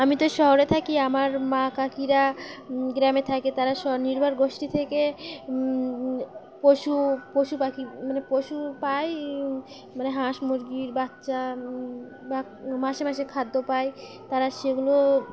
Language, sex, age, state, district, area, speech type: Bengali, female, 18-30, West Bengal, Birbhum, urban, spontaneous